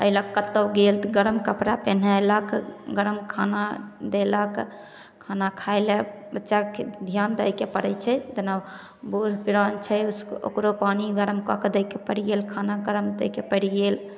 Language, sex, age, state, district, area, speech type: Maithili, female, 30-45, Bihar, Samastipur, urban, spontaneous